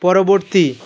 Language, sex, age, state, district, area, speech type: Bengali, male, 30-45, West Bengal, South 24 Parganas, rural, read